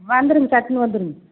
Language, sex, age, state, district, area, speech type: Tamil, female, 45-60, Tamil Nadu, Erode, rural, conversation